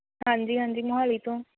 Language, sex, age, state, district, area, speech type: Punjabi, female, 18-30, Punjab, Mohali, rural, conversation